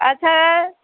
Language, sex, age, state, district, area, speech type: Maithili, female, 45-60, Bihar, Sitamarhi, rural, conversation